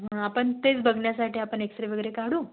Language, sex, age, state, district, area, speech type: Marathi, female, 18-30, Maharashtra, Wardha, urban, conversation